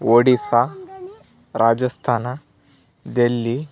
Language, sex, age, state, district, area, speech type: Kannada, male, 18-30, Karnataka, Tumkur, rural, spontaneous